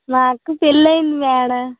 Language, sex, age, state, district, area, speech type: Telugu, female, 18-30, Andhra Pradesh, Vizianagaram, rural, conversation